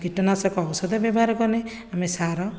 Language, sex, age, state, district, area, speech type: Odia, female, 30-45, Odisha, Khordha, rural, spontaneous